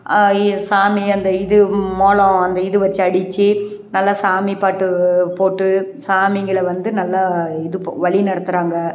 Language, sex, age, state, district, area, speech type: Tamil, female, 60+, Tamil Nadu, Krishnagiri, rural, spontaneous